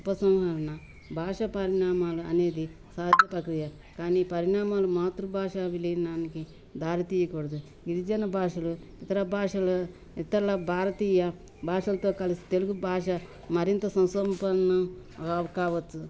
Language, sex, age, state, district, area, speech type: Telugu, female, 60+, Telangana, Ranga Reddy, rural, spontaneous